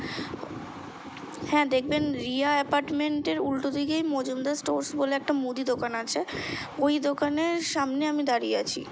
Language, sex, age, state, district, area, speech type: Bengali, female, 18-30, West Bengal, Kolkata, urban, spontaneous